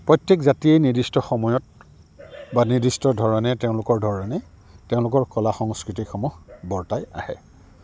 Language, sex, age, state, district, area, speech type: Assamese, male, 45-60, Assam, Goalpara, urban, spontaneous